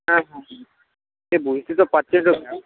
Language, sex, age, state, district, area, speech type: Bengali, male, 30-45, West Bengal, Jalpaiguri, rural, conversation